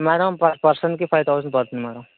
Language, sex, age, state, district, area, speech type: Telugu, male, 30-45, Andhra Pradesh, Vizianagaram, urban, conversation